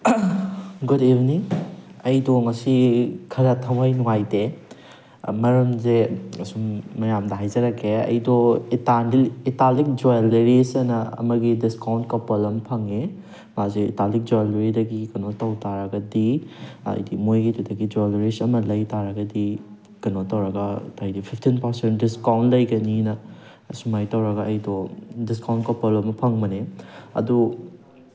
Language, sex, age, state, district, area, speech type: Manipuri, male, 18-30, Manipur, Thoubal, rural, spontaneous